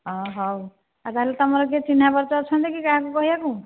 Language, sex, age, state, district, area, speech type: Odia, female, 45-60, Odisha, Nayagarh, rural, conversation